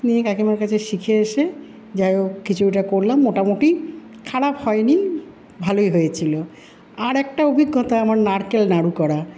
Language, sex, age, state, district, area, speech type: Bengali, female, 45-60, West Bengal, Paschim Bardhaman, urban, spontaneous